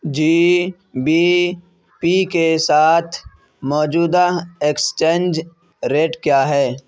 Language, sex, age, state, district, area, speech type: Urdu, male, 18-30, Bihar, Purnia, rural, read